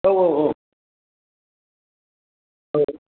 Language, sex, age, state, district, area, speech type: Bodo, male, 18-30, Assam, Kokrajhar, rural, conversation